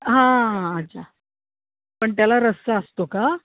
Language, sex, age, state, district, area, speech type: Marathi, female, 60+, Maharashtra, Ahmednagar, urban, conversation